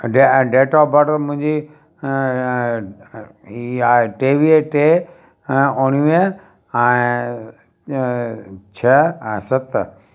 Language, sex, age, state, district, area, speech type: Sindhi, male, 45-60, Gujarat, Kutch, urban, spontaneous